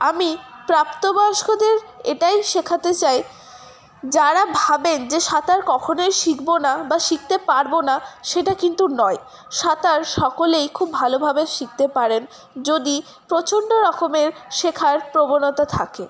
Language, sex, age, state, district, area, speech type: Bengali, female, 18-30, West Bengal, Paschim Bardhaman, rural, spontaneous